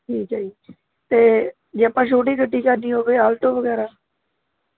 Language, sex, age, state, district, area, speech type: Punjabi, male, 18-30, Punjab, Mohali, rural, conversation